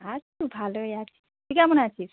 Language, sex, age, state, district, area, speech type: Bengali, female, 30-45, West Bengal, North 24 Parganas, urban, conversation